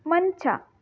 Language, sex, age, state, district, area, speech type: Kannada, female, 18-30, Karnataka, Shimoga, rural, read